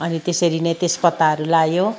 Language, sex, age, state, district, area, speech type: Nepali, female, 60+, West Bengal, Kalimpong, rural, spontaneous